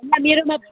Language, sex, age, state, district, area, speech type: Nepali, female, 30-45, West Bengal, Jalpaiguri, urban, conversation